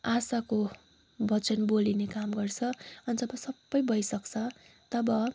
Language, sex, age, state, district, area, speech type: Nepali, female, 18-30, West Bengal, Kalimpong, rural, spontaneous